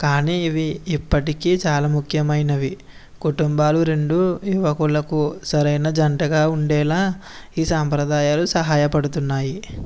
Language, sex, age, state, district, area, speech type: Telugu, male, 18-30, Andhra Pradesh, Konaseema, rural, spontaneous